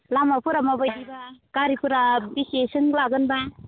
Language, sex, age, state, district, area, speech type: Bodo, female, 30-45, Assam, Baksa, rural, conversation